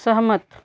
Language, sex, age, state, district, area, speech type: Marathi, female, 30-45, Maharashtra, Nagpur, urban, read